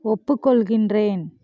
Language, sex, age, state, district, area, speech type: Tamil, female, 30-45, Tamil Nadu, Namakkal, rural, read